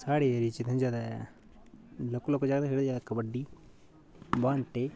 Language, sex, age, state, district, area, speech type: Dogri, male, 30-45, Jammu and Kashmir, Udhampur, rural, spontaneous